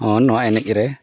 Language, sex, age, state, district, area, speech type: Santali, male, 45-60, Odisha, Mayurbhanj, rural, spontaneous